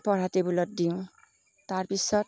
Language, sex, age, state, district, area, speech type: Assamese, female, 60+, Assam, Darrang, rural, spontaneous